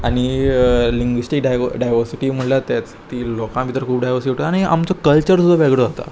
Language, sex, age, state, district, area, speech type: Goan Konkani, male, 18-30, Goa, Salcete, urban, spontaneous